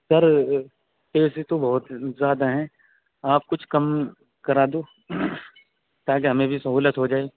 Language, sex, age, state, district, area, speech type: Urdu, male, 18-30, Uttar Pradesh, Saharanpur, urban, conversation